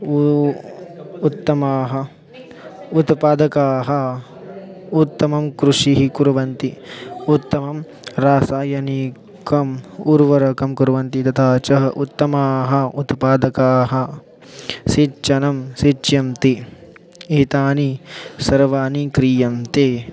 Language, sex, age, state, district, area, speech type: Sanskrit, male, 18-30, Maharashtra, Buldhana, urban, spontaneous